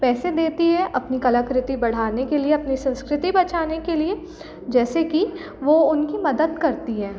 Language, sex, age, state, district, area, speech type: Hindi, female, 18-30, Madhya Pradesh, Jabalpur, urban, spontaneous